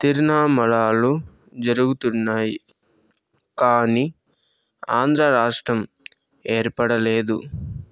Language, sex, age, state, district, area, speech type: Telugu, male, 18-30, Andhra Pradesh, Chittoor, rural, spontaneous